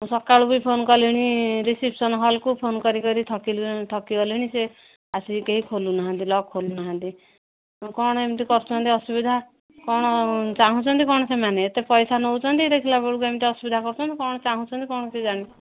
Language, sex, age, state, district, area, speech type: Odia, female, 45-60, Odisha, Angul, rural, conversation